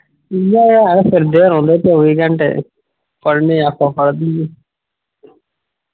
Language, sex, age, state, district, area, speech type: Dogri, male, 18-30, Jammu and Kashmir, Jammu, rural, conversation